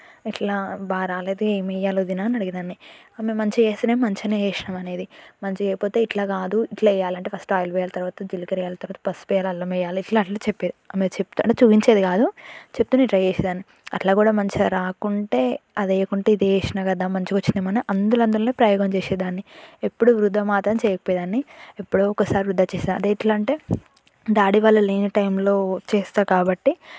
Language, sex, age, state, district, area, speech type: Telugu, female, 18-30, Telangana, Yadadri Bhuvanagiri, rural, spontaneous